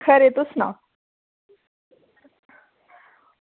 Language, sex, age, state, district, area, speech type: Dogri, female, 18-30, Jammu and Kashmir, Udhampur, rural, conversation